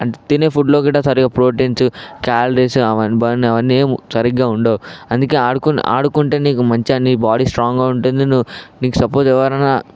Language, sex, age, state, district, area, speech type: Telugu, male, 18-30, Telangana, Vikarabad, urban, spontaneous